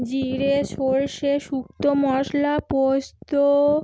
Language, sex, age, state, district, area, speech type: Bengali, female, 30-45, West Bengal, Howrah, urban, spontaneous